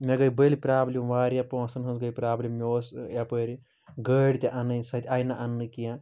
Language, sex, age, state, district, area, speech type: Kashmiri, male, 30-45, Jammu and Kashmir, Shopian, rural, spontaneous